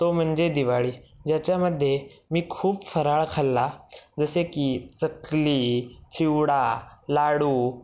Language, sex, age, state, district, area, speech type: Marathi, male, 18-30, Maharashtra, Raigad, rural, spontaneous